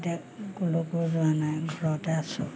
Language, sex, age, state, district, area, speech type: Assamese, female, 45-60, Assam, Majuli, urban, spontaneous